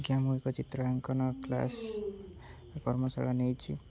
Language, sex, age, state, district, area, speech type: Odia, male, 18-30, Odisha, Jagatsinghpur, rural, spontaneous